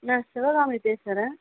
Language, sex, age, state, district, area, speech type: Tamil, female, 18-30, Tamil Nadu, Chennai, urban, conversation